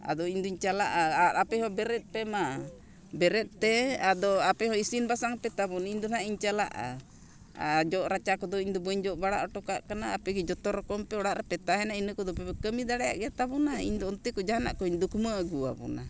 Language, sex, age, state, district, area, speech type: Santali, female, 60+, Jharkhand, Bokaro, rural, spontaneous